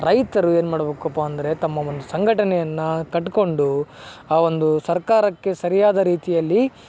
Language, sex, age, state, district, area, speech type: Kannada, male, 18-30, Karnataka, Koppal, rural, spontaneous